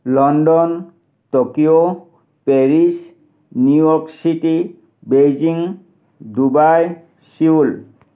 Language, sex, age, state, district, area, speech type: Assamese, male, 45-60, Assam, Dhemaji, urban, spontaneous